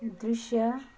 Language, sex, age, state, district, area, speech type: Nepali, female, 30-45, West Bengal, Jalpaiguri, rural, read